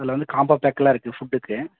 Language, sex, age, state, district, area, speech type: Tamil, male, 30-45, Tamil Nadu, Virudhunagar, rural, conversation